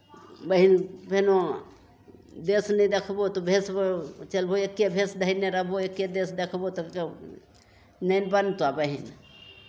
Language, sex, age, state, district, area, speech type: Maithili, female, 45-60, Bihar, Begusarai, urban, spontaneous